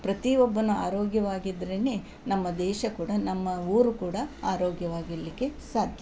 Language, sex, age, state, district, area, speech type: Kannada, female, 60+, Karnataka, Udupi, rural, spontaneous